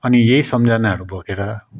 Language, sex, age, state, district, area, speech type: Nepali, male, 30-45, West Bengal, Darjeeling, rural, spontaneous